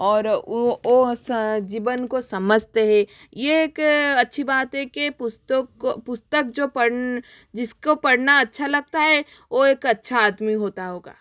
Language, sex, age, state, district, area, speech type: Hindi, female, 30-45, Rajasthan, Jodhpur, rural, spontaneous